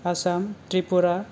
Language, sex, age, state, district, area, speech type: Bodo, male, 18-30, Assam, Kokrajhar, rural, spontaneous